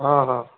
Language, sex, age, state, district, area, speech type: Odia, male, 45-60, Odisha, Sambalpur, rural, conversation